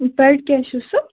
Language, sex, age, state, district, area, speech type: Kashmiri, female, 30-45, Jammu and Kashmir, Bandipora, urban, conversation